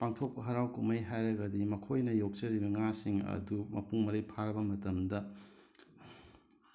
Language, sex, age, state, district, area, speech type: Manipuri, male, 18-30, Manipur, Imphal West, urban, spontaneous